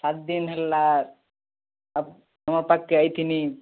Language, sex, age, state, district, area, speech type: Odia, male, 18-30, Odisha, Kalahandi, rural, conversation